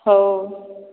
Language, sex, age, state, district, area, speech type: Odia, female, 18-30, Odisha, Boudh, rural, conversation